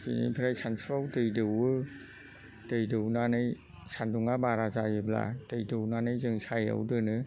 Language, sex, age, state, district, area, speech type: Bodo, male, 60+, Assam, Chirang, rural, spontaneous